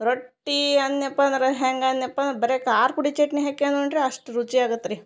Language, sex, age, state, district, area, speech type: Kannada, female, 30-45, Karnataka, Koppal, rural, spontaneous